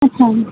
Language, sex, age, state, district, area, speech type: Marathi, female, 18-30, Maharashtra, Washim, urban, conversation